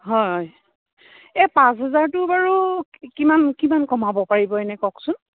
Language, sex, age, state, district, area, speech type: Assamese, female, 45-60, Assam, Biswanath, rural, conversation